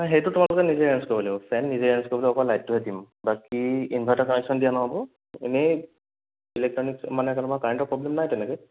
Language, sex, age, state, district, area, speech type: Assamese, male, 18-30, Assam, Sonitpur, rural, conversation